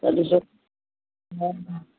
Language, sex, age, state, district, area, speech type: Sindhi, female, 60+, Gujarat, Surat, urban, conversation